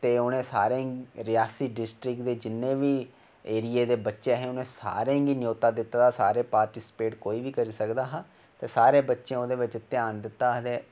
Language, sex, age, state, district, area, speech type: Dogri, male, 18-30, Jammu and Kashmir, Reasi, rural, spontaneous